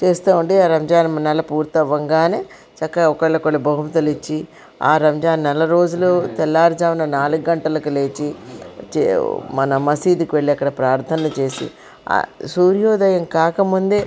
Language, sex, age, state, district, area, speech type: Telugu, female, 45-60, Andhra Pradesh, Krishna, rural, spontaneous